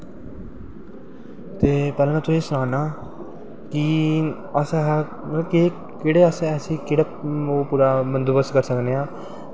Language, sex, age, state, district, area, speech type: Dogri, male, 18-30, Jammu and Kashmir, Jammu, rural, spontaneous